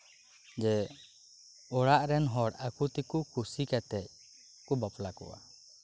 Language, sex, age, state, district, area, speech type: Santali, male, 18-30, West Bengal, Birbhum, rural, spontaneous